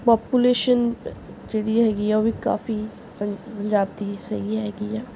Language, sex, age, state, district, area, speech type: Punjabi, female, 18-30, Punjab, Gurdaspur, urban, spontaneous